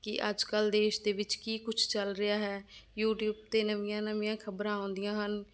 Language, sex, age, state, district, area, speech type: Punjabi, female, 30-45, Punjab, Fazilka, rural, spontaneous